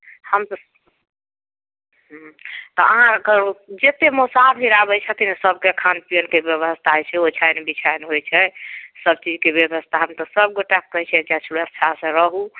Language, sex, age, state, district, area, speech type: Maithili, female, 45-60, Bihar, Samastipur, rural, conversation